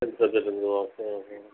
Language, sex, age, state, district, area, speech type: Tamil, male, 45-60, Tamil Nadu, Cuddalore, rural, conversation